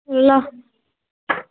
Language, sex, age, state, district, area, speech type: Nepali, male, 18-30, West Bengal, Alipurduar, urban, conversation